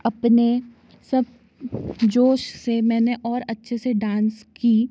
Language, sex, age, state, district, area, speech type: Hindi, female, 30-45, Madhya Pradesh, Jabalpur, urban, spontaneous